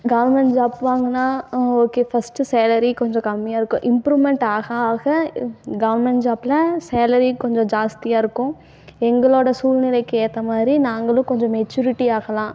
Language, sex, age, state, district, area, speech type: Tamil, female, 18-30, Tamil Nadu, Namakkal, rural, spontaneous